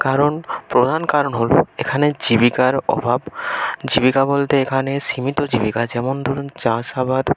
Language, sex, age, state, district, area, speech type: Bengali, male, 18-30, West Bengal, North 24 Parganas, rural, spontaneous